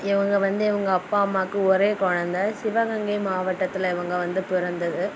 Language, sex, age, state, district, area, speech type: Tamil, female, 18-30, Tamil Nadu, Kanyakumari, rural, spontaneous